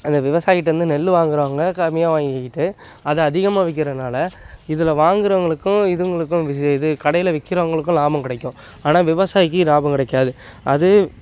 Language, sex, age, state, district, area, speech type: Tamil, male, 18-30, Tamil Nadu, Nagapattinam, urban, spontaneous